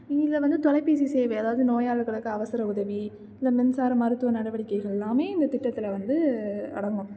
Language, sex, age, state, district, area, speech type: Tamil, female, 18-30, Tamil Nadu, Tiruchirappalli, rural, spontaneous